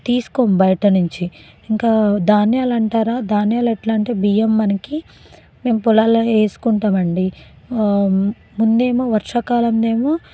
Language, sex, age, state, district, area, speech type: Telugu, female, 18-30, Telangana, Sangareddy, rural, spontaneous